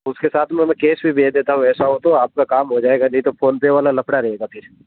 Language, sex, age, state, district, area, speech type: Hindi, male, 30-45, Rajasthan, Nagaur, rural, conversation